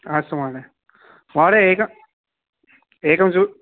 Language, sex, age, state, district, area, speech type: Sanskrit, male, 18-30, Telangana, Hyderabad, urban, conversation